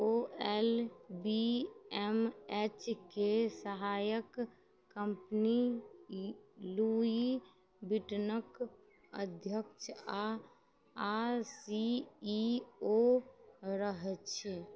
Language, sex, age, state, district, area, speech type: Maithili, female, 30-45, Bihar, Madhubani, rural, read